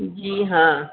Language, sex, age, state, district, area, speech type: Urdu, female, 60+, Bihar, Gaya, urban, conversation